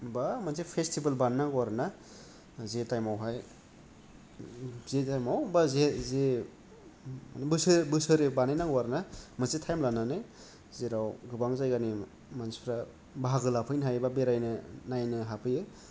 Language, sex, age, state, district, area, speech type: Bodo, male, 30-45, Assam, Kokrajhar, rural, spontaneous